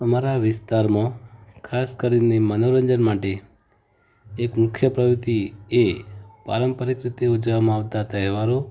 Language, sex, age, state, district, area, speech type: Gujarati, male, 30-45, Gujarat, Ahmedabad, urban, spontaneous